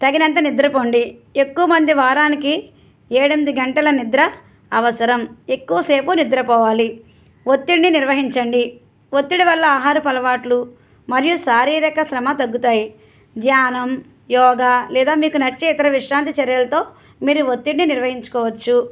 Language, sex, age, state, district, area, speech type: Telugu, female, 60+, Andhra Pradesh, West Godavari, rural, spontaneous